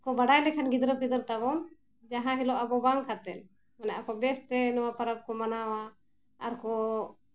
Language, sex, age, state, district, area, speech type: Santali, female, 45-60, Jharkhand, Bokaro, rural, spontaneous